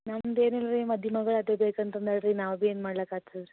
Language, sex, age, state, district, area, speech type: Kannada, female, 18-30, Karnataka, Gulbarga, urban, conversation